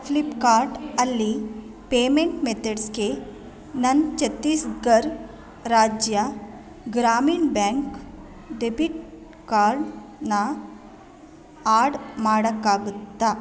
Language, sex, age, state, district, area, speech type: Kannada, female, 30-45, Karnataka, Mandya, rural, read